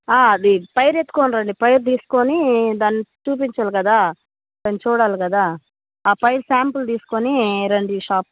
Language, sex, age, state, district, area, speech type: Telugu, female, 30-45, Andhra Pradesh, Nellore, rural, conversation